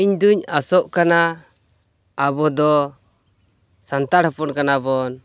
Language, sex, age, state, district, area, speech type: Santali, male, 18-30, West Bengal, Purulia, rural, spontaneous